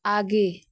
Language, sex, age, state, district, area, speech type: Hindi, female, 30-45, Uttar Pradesh, Mau, rural, read